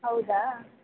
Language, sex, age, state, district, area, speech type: Kannada, female, 45-60, Karnataka, Tumkur, rural, conversation